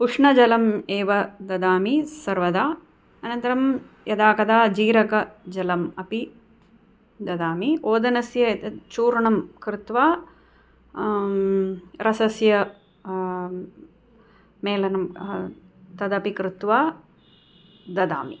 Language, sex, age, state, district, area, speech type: Sanskrit, female, 45-60, Tamil Nadu, Chennai, urban, spontaneous